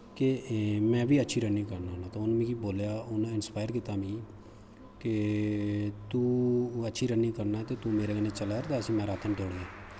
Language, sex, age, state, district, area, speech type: Dogri, male, 30-45, Jammu and Kashmir, Kathua, rural, spontaneous